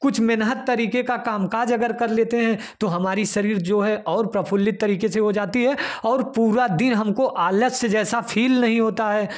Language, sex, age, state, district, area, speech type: Hindi, male, 30-45, Uttar Pradesh, Jaunpur, rural, spontaneous